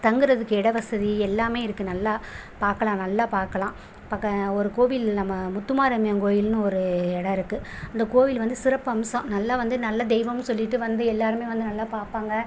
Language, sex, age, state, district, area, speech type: Tamil, female, 30-45, Tamil Nadu, Pudukkottai, rural, spontaneous